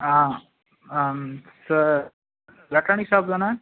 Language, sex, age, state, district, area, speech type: Tamil, male, 18-30, Tamil Nadu, Tirunelveli, rural, conversation